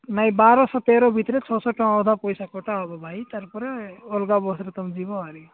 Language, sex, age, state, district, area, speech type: Odia, male, 45-60, Odisha, Nabarangpur, rural, conversation